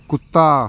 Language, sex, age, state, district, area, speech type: Punjabi, male, 18-30, Punjab, Shaheed Bhagat Singh Nagar, rural, read